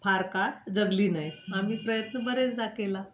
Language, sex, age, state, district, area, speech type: Marathi, female, 60+, Maharashtra, Wardha, urban, spontaneous